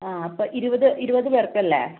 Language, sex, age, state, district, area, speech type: Malayalam, female, 18-30, Kerala, Kozhikode, rural, conversation